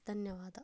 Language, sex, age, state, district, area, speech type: Kannada, female, 30-45, Karnataka, Chikkaballapur, rural, spontaneous